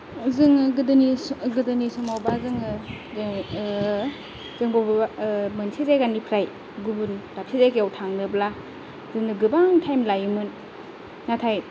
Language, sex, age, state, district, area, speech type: Bodo, female, 30-45, Assam, Kokrajhar, rural, spontaneous